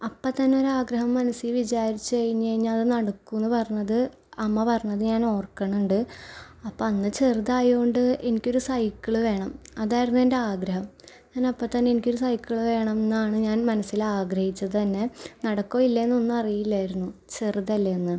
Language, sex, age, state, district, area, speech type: Malayalam, female, 18-30, Kerala, Ernakulam, rural, spontaneous